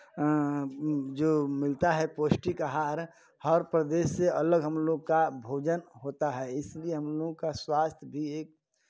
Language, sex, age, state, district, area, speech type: Hindi, male, 45-60, Uttar Pradesh, Chandauli, urban, spontaneous